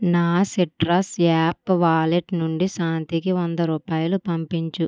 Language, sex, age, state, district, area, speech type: Telugu, female, 60+, Andhra Pradesh, Kakinada, rural, read